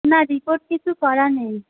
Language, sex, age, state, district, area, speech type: Bengali, female, 18-30, West Bengal, Paschim Medinipur, rural, conversation